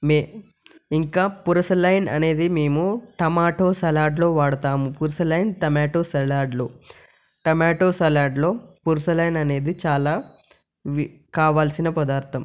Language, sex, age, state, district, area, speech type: Telugu, male, 18-30, Telangana, Yadadri Bhuvanagiri, urban, spontaneous